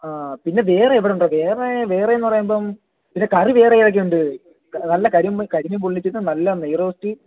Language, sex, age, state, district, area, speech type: Malayalam, male, 18-30, Kerala, Kollam, rural, conversation